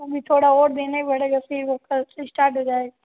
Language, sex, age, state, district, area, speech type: Hindi, female, 30-45, Rajasthan, Jodhpur, urban, conversation